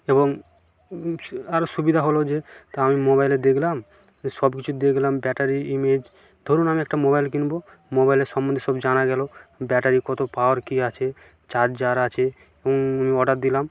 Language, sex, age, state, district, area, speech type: Bengali, male, 45-60, West Bengal, Purba Medinipur, rural, spontaneous